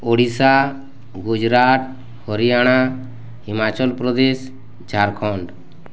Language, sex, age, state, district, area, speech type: Odia, male, 30-45, Odisha, Bargarh, urban, spontaneous